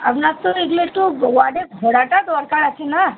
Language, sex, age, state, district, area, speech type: Bengali, female, 30-45, West Bengal, Birbhum, urban, conversation